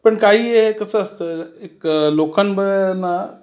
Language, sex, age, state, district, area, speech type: Marathi, male, 45-60, Maharashtra, Raigad, rural, spontaneous